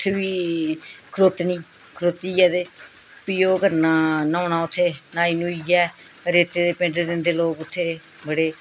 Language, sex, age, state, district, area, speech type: Dogri, female, 45-60, Jammu and Kashmir, Reasi, rural, spontaneous